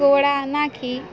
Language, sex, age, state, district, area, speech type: Gujarati, female, 18-30, Gujarat, Valsad, rural, spontaneous